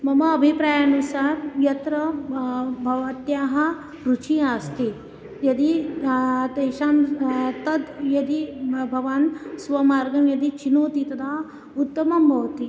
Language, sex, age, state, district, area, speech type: Sanskrit, female, 30-45, Maharashtra, Nagpur, urban, spontaneous